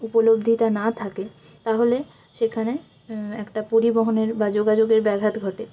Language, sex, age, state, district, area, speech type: Bengali, female, 18-30, West Bengal, Jalpaiguri, rural, spontaneous